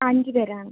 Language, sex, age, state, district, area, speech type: Malayalam, female, 18-30, Kerala, Thiruvananthapuram, rural, conversation